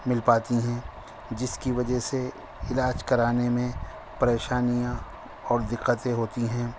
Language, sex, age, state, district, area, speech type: Urdu, male, 45-60, Delhi, Central Delhi, urban, spontaneous